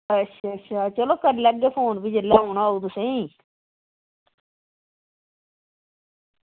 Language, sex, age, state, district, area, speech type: Dogri, female, 60+, Jammu and Kashmir, Udhampur, rural, conversation